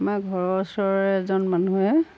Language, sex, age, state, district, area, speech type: Assamese, female, 60+, Assam, Golaghat, rural, spontaneous